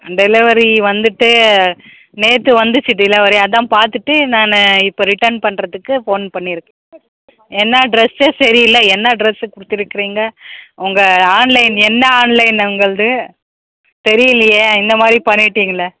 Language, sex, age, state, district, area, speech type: Tamil, female, 45-60, Tamil Nadu, Krishnagiri, rural, conversation